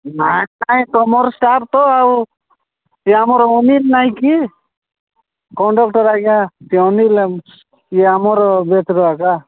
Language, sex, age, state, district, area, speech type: Odia, male, 45-60, Odisha, Nabarangpur, rural, conversation